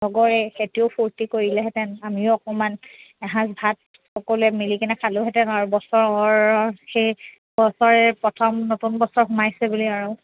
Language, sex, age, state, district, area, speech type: Assamese, female, 30-45, Assam, Charaideo, rural, conversation